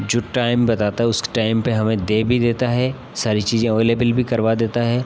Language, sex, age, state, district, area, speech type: Hindi, male, 18-30, Rajasthan, Nagaur, rural, spontaneous